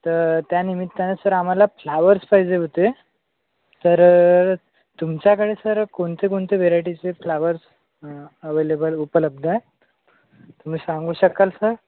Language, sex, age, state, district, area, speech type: Marathi, male, 18-30, Maharashtra, Nagpur, urban, conversation